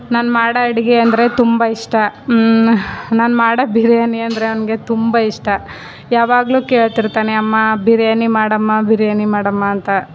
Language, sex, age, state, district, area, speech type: Kannada, female, 30-45, Karnataka, Chamarajanagar, rural, spontaneous